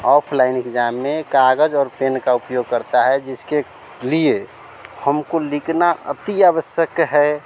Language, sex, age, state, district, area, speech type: Hindi, male, 45-60, Bihar, Vaishali, urban, spontaneous